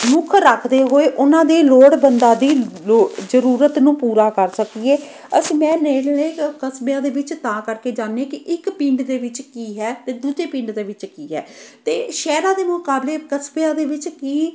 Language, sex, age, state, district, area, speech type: Punjabi, female, 45-60, Punjab, Amritsar, urban, spontaneous